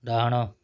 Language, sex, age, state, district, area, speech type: Odia, male, 45-60, Odisha, Kalahandi, rural, read